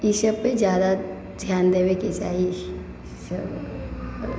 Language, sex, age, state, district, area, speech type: Maithili, female, 18-30, Bihar, Sitamarhi, rural, spontaneous